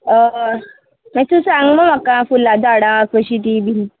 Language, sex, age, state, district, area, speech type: Goan Konkani, female, 30-45, Goa, Murmgao, rural, conversation